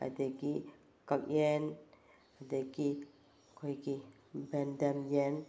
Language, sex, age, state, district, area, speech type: Manipuri, female, 45-60, Manipur, Bishnupur, urban, spontaneous